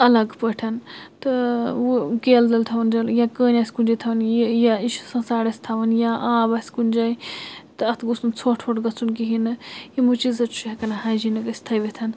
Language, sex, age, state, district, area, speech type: Kashmiri, female, 30-45, Jammu and Kashmir, Bandipora, rural, spontaneous